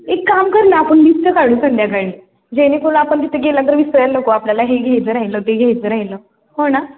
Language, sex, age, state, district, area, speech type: Marathi, female, 18-30, Maharashtra, Satara, urban, conversation